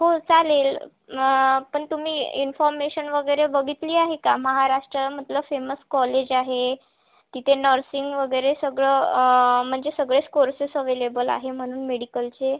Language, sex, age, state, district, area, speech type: Marathi, female, 18-30, Maharashtra, Wardha, urban, conversation